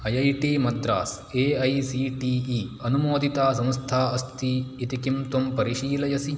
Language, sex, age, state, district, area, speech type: Sanskrit, male, 18-30, Karnataka, Uttara Kannada, rural, read